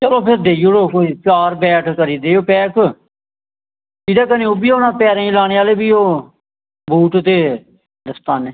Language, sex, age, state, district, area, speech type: Dogri, male, 60+, Jammu and Kashmir, Samba, rural, conversation